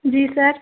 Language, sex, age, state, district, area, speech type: Hindi, female, 18-30, Madhya Pradesh, Betul, rural, conversation